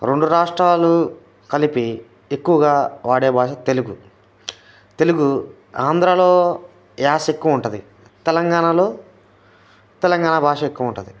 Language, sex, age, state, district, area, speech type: Telugu, male, 30-45, Telangana, Khammam, rural, spontaneous